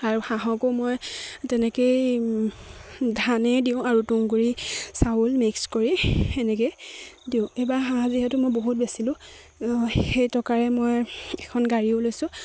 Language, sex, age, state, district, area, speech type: Assamese, female, 30-45, Assam, Charaideo, rural, spontaneous